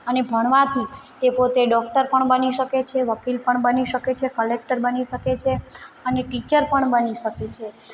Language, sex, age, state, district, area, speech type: Gujarati, female, 30-45, Gujarat, Morbi, urban, spontaneous